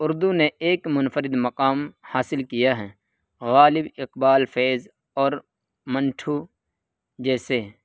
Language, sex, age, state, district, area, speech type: Urdu, male, 18-30, Uttar Pradesh, Saharanpur, urban, spontaneous